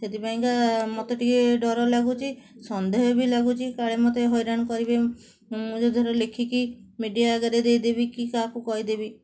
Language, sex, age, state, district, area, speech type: Odia, female, 30-45, Odisha, Cuttack, urban, spontaneous